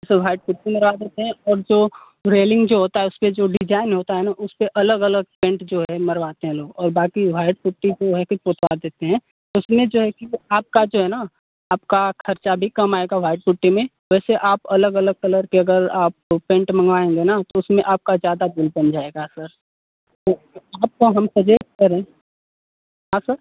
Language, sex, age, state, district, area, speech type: Hindi, male, 30-45, Uttar Pradesh, Mau, rural, conversation